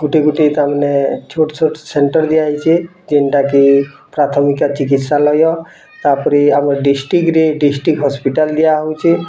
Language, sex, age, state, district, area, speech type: Odia, male, 30-45, Odisha, Bargarh, urban, spontaneous